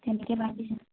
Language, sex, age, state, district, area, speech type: Assamese, female, 18-30, Assam, Udalguri, urban, conversation